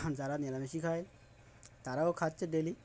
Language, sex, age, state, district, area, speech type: Bengali, male, 18-30, West Bengal, Uttar Dinajpur, urban, spontaneous